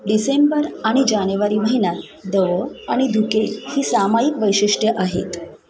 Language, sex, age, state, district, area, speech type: Marathi, female, 30-45, Maharashtra, Mumbai Suburban, urban, read